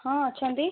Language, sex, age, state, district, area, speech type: Odia, female, 18-30, Odisha, Kendujhar, urban, conversation